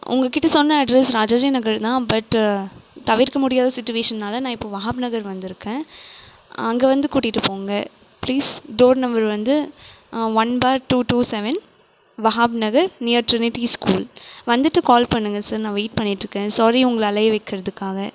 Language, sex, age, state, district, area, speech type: Tamil, female, 18-30, Tamil Nadu, Krishnagiri, rural, spontaneous